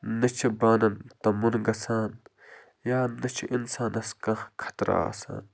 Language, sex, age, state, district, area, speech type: Kashmiri, male, 30-45, Jammu and Kashmir, Budgam, rural, spontaneous